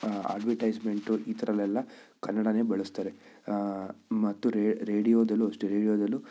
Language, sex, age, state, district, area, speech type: Kannada, male, 18-30, Karnataka, Chikkaballapur, urban, spontaneous